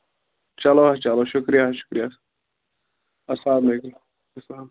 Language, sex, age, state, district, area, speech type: Kashmiri, male, 18-30, Jammu and Kashmir, Kulgam, rural, conversation